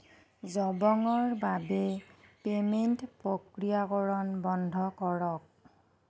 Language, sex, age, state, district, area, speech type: Assamese, female, 45-60, Assam, Nagaon, rural, read